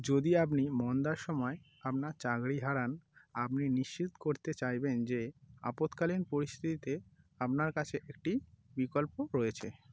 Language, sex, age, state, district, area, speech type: Bengali, male, 30-45, West Bengal, North 24 Parganas, urban, read